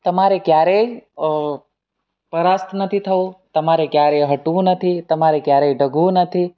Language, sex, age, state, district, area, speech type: Gujarati, male, 18-30, Gujarat, Surat, rural, spontaneous